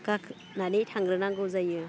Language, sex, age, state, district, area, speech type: Bodo, female, 30-45, Assam, Udalguri, urban, spontaneous